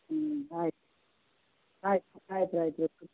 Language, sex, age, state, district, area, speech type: Kannada, male, 60+, Karnataka, Vijayanagara, rural, conversation